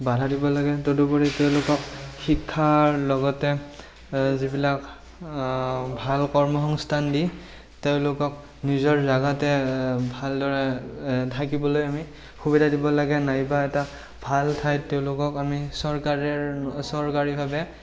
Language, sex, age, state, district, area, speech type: Assamese, male, 18-30, Assam, Barpeta, rural, spontaneous